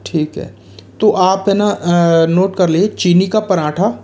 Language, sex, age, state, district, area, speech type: Hindi, male, 60+, Rajasthan, Jaipur, urban, spontaneous